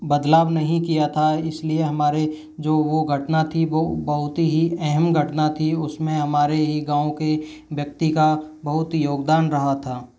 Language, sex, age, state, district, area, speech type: Hindi, male, 45-60, Rajasthan, Karauli, rural, spontaneous